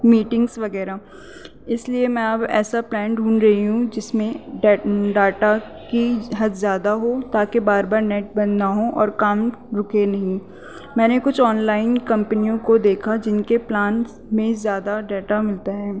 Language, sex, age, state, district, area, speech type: Urdu, female, 18-30, Delhi, North East Delhi, urban, spontaneous